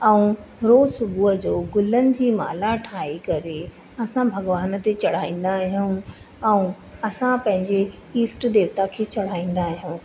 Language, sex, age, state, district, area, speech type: Sindhi, female, 30-45, Madhya Pradesh, Katni, urban, spontaneous